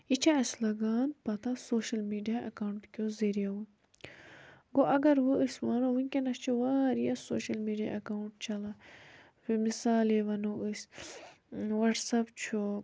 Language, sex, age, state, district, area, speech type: Kashmiri, female, 18-30, Jammu and Kashmir, Budgam, rural, spontaneous